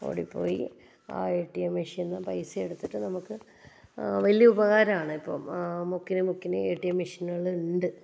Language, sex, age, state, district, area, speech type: Malayalam, female, 30-45, Kerala, Kannur, rural, spontaneous